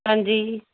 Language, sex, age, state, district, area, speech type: Punjabi, female, 18-30, Punjab, Moga, rural, conversation